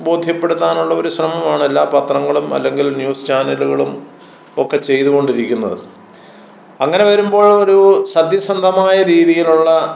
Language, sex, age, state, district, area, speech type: Malayalam, male, 60+, Kerala, Kottayam, rural, spontaneous